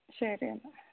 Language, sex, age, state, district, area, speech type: Malayalam, female, 18-30, Kerala, Wayanad, rural, conversation